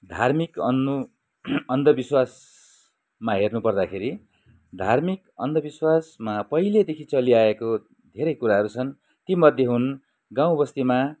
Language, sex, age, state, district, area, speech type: Nepali, male, 60+, West Bengal, Kalimpong, rural, spontaneous